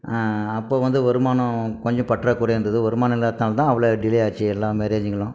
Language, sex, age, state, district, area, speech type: Tamil, male, 60+, Tamil Nadu, Krishnagiri, rural, spontaneous